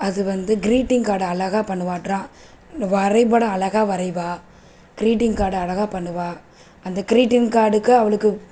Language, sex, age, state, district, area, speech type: Tamil, female, 30-45, Tamil Nadu, Tiruvallur, urban, spontaneous